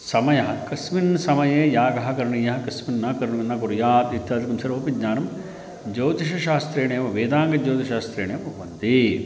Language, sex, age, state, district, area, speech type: Sanskrit, male, 45-60, Karnataka, Uttara Kannada, rural, spontaneous